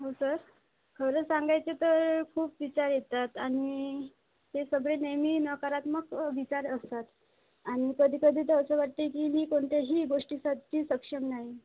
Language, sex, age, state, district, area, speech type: Marathi, female, 18-30, Maharashtra, Aurangabad, rural, conversation